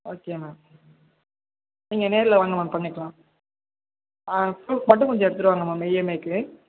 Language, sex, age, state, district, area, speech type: Tamil, male, 18-30, Tamil Nadu, Thanjavur, rural, conversation